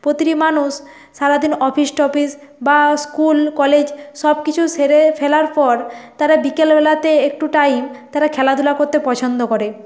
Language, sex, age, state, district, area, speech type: Bengali, female, 60+, West Bengal, Nadia, rural, spontaneous